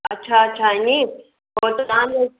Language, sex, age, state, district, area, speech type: Sindhi, female, 60+, Gujarat, Surat, urban, conversation